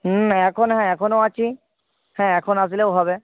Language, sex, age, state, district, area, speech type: Bengali, male, 18-30, West Bengal, Purba Medinipur, rural, conversation